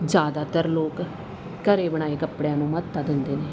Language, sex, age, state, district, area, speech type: Punjabi, female, 30-45, Punjab, Mansa, rural, spontaneous